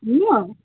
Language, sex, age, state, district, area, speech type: Nepali, female, 18-30, West Bengal, Darjeeling, rural, conversation